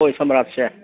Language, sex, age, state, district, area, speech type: Manipuri, male, 60+, Manipur, Imphal East, rural, conversation